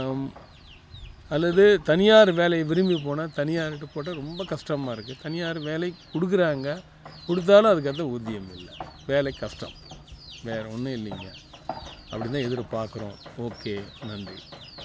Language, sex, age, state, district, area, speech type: Tamil, male, 60+, Tamil Nadu, Tiruvannamalai, rural, spontaneous